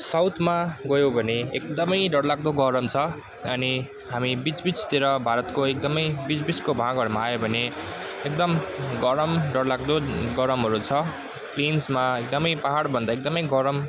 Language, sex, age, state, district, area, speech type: Nepali, male, 18-30, West Bengal, Kalimpong, rural, spontaneous